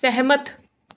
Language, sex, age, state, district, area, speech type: Punjabi, female, 18-30, Punjab, Gurdaspur, rural, read